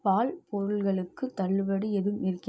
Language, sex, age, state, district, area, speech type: Tamil, female, 18-30, Tamil Nadu, Namakkal, rural, read